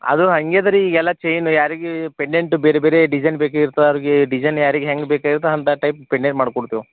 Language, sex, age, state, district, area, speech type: Kannada, male, 45-60, Karnataka, Bidar, rural, conversation